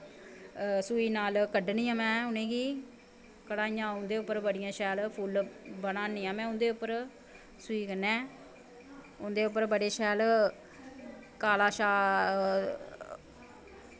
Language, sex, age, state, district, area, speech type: Dogri, female, 30-45, Jammu and Kashmir, Samba, rural, spontaneous